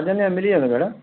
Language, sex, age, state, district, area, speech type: Sindhi, male, 60+, Delhi, South Delhi, rural, conversation